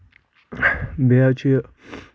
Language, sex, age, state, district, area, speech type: Kashmiri, male, 30-45, Jammu and Kashmir, Kulgam, rural, spontaneous